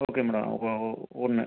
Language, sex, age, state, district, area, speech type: Tamil, male, 60+, Tamil Nadu, Ariyalur, rural, conversation